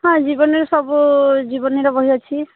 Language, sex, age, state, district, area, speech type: Odia, female, 18-30, Odisha, Subarnapur, urban, conversation